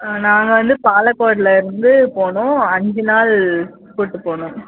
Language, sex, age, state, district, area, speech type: Tamil, female, 30-45, Tamil Nadu, Dharmapuri, rural, conversation